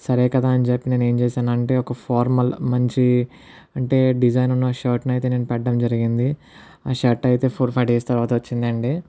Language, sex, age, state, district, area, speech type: Telugu, male, 18-30, Andhra Pradesh, Kakinada, rural, spontaneous